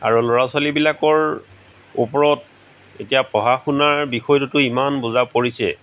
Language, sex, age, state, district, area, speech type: Assamese, male, 45-60, Assam, Golaghat, rural, spontaneous